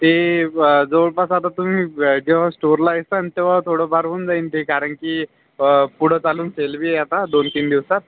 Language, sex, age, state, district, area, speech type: Marathi, male, 30-45, Maharashtra, Buldhana, urban, conversation